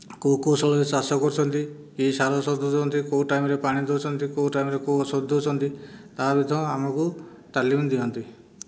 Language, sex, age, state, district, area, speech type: Odia, male, 60+, Odisha, Dhenkanal, rural, spontaneous